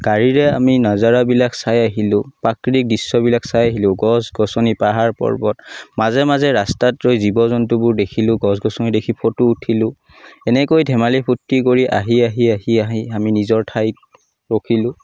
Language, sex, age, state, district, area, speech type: Assamese, male, 18-30, Assam, Udalguri, urban, spontaneous